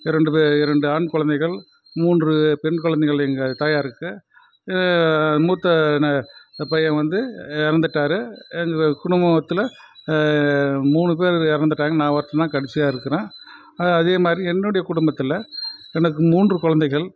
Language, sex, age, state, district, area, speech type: Tamil, male, 45-60, Tamil Nadu, Krishnagiri, rural, spontaneous